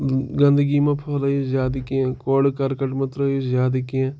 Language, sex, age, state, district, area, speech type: Kashmiri, male, 18-30, Jammu and Kashmir, Pulwama, rural, spontaneous